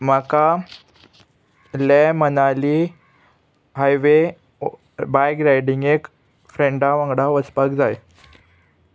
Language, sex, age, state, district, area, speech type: Goan Konkani, male, 18-30, Goa, Murmgao, urban, spontaneous